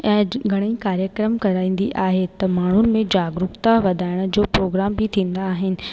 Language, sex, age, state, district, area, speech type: Sindhi, female, 18-30, Rajasthan, Ajmer, urban, spontaneous